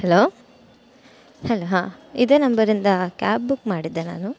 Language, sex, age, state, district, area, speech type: Kannada, female, 18-30, Karnataka, Dakshina Kannada, rural, spontaneous